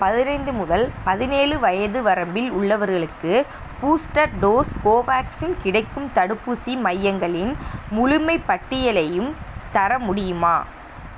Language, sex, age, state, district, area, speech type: Tamil, female, 18-30, Tamil Nadu, Sivaganga, rural, read